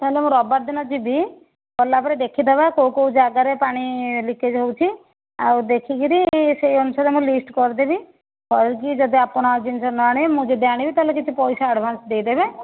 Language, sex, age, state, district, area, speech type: Odia, female, 30-45, Odisha, Bhadrak, rural, conversation